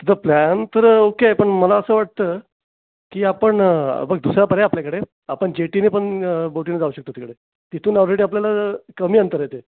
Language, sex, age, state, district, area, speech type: Marathi, male, 30-45, Maharashtra, Raigad, rural, conversation